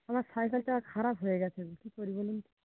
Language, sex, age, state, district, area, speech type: Bengali, female, 45-60, West Bengal, Dakshin Dinajpur, urban, conversation